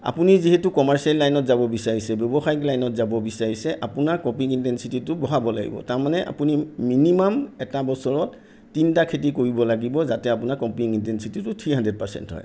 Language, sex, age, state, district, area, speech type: Assamese, male, 60+, Assam, Sonitpur, urban, spontaneous